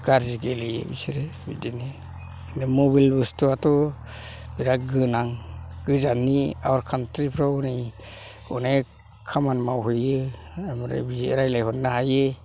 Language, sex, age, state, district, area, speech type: Bodo, male, 60+, Assam, Chirang, rural, spontaneous